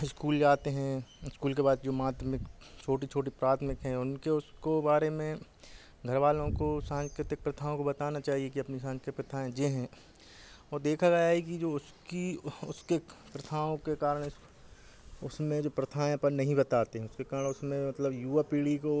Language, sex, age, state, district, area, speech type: Hindi, male, 45-60, Madhya Pradesh, Hoshangabad, rural, spontaneous